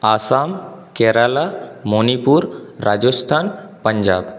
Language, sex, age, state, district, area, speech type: Bengali, male, 18-30, West Bengal, Purulia, urban, spontaneous